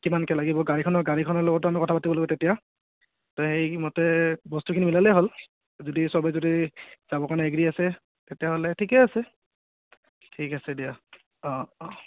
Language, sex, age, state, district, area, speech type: Assamese, male, 30-45, Assam, Goalpara, urban, conversation